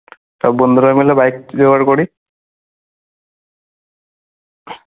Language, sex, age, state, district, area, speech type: Bengali, male, 18-30, West Bengal, Kolkata, urban, conversation